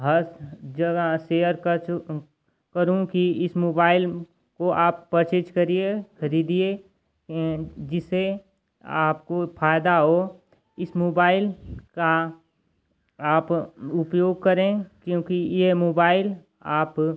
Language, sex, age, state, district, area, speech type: Hindi, male, 18-30, Uttar Pradesh, Ghazipur, rural, spontaneous